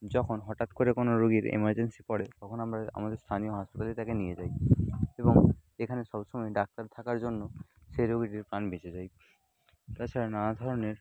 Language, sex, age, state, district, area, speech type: Bengali, male, 18-30, West Bengal, Jhargram, rural, spontaneous